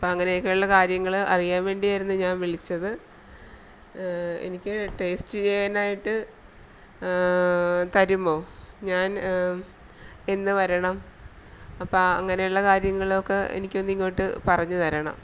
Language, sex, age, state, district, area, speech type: Malayalam, female, 45-60, Kerala, Alappuzha, rural, spontaneous